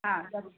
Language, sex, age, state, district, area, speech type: Sindhi, female, 60+, Maharashtra, Mumbai Suburban, urban, conversation